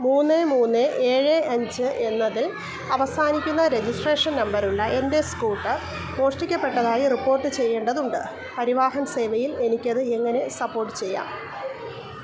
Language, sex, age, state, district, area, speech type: Malayalam, female, 45-60, Kerala, Kollam, rural, read